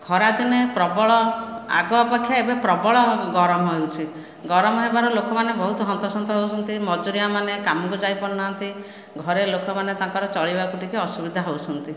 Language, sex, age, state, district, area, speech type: Odia, female, 45-60, Odisha, Khordha, rural, spontaneous